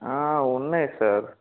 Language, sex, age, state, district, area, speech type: Telugu, male, 18-30, Telangana, Mahabubabad, urban, conversation